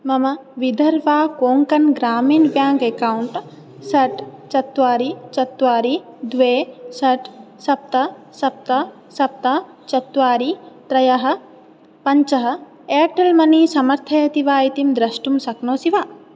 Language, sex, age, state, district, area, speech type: Sanskrit, female, 18-30, Odisha, Jajpur, rural, read